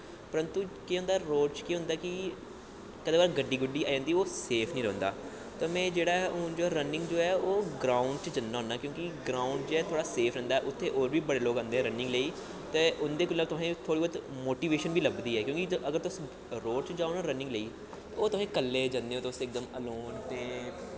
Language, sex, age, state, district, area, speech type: Dogri, male, 18-30, Jammu and Kashmir, Jammu, urban, spontaneous